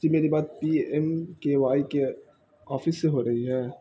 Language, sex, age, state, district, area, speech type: Urdu, male, 18-30, Bihar, Gaya, urban, spontaneous